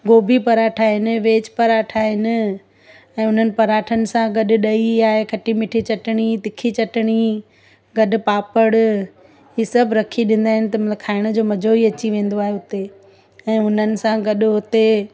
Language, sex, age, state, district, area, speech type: Sindhi, female, 30-45, Gujarat, Surat, urban, spontaneous